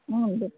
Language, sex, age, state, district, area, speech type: Kannada, female, 30-45, Karnataka, Bagalkot, rural, conversation